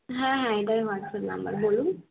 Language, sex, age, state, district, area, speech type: Bengali, female, 18-30, West Bengal, Bankura, urban, conversation